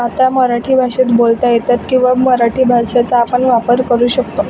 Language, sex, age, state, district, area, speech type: Marathi, female, 18-30, Maharashtra, Wardha, rural, spontaneous